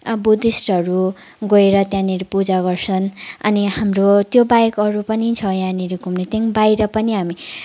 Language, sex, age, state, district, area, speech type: Nepali, female, 18-30, West Bengal, Kalimpong, rural, spontaneous